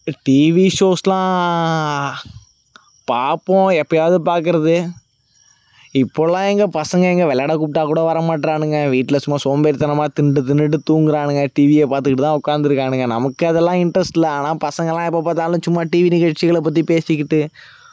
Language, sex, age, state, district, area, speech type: Tamil, male, 18-30, Tamil Nadu, Nagapattinam, rural, spontaneous